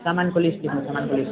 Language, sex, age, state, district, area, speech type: Nepali, male, 18-30, West Bengal, Alipurduar, urban, conversation